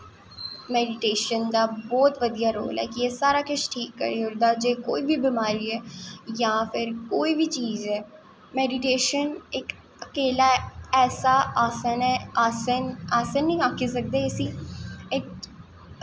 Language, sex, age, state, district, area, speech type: Dogri, female, 18-30, Jammu and Kashmir, Jammu, urban, spontaneous